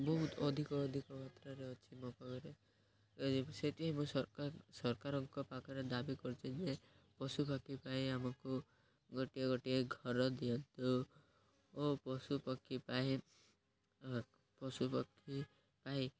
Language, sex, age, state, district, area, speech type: Odia, male, 18-30, Odisha, Malkangiri, urban, spontaneous